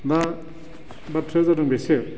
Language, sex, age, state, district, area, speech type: Bodo, male, 45-60, Assam, Baksa, urban, spontaneous